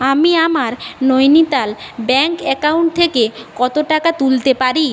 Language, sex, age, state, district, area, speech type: Bengali, female, 45-60, West Bengal, Paschim Medinipur, rural, read